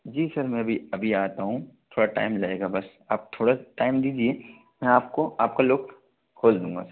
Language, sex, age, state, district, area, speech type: Hindi, male, 18-30, Madhya Pradesh, Bhopal, urban, conversation